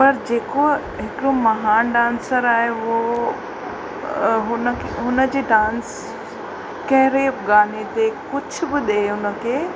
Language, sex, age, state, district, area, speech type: Sindhi, female, 45-60, Uttar Pradesh, Lucknow, urban, spontaneous